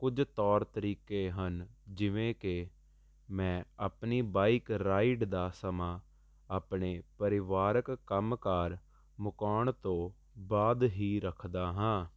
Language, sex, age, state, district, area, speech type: Punjabi, male, 18-30, Punjab, Jalandhar, urban, spontaneous